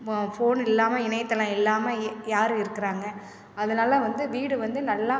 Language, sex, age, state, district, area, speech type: Tamil, female, 30-45, Tamil Nadu, Perambalur, rural, spontaneous